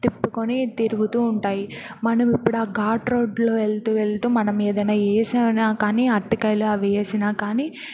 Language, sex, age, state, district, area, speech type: Telugu, female, 18-30, Andhra Pradesh, Bapatla, rural, spontaneous